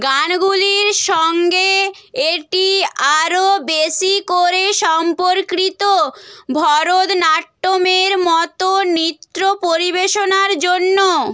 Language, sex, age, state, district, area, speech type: Bengali, female, 30-45, West Bengal, Purba Medinipur, rural, read